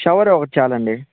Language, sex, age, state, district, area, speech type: Telugu, male, 18-30, Andhra Pradesh, Sri Balaji, urban, conversation